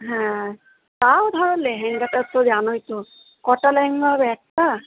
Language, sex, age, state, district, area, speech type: Bengali, female, 45-60, West Bengal, Purba Bardhaman, rural, conversation